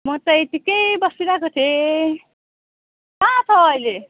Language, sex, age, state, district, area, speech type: Nepali, female, 18-30, West Bengal, Kalimpong, rural, conversation